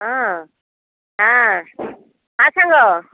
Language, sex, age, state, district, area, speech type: Odia, female, 45-60, Odisha, Malkangiri, urban, conversation